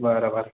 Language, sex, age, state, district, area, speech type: Marathi, male, 18-30, Maharashtra, Nanded, rural, conversation